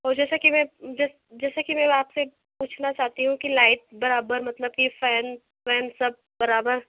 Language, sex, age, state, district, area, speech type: Hindi, female, 18-30, Uttar Pradesh, Jaunpur, urban, conversation